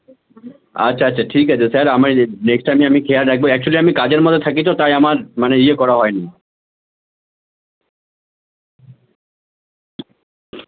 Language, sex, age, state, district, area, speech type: Bengali, male, 18-30, West Bengal, Malda, rural, conversation